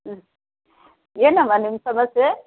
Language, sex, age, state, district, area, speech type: Kannada, female, 60+, Karnataka, Mysore, rural, conversation